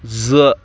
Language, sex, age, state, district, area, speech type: Kashmiri, male, 18-30, Jammu and Kashmir, Kulgam, rural, read